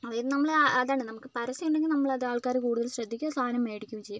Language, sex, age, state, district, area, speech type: Malayalam, female, 18-30, Kerala, Wayanad, rural, spontaneous